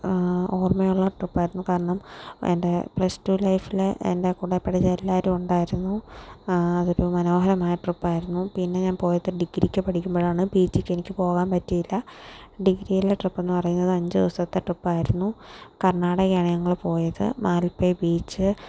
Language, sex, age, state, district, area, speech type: Malayalam, female, 18-30, Kerala, Alappuzha, rural, spontaneous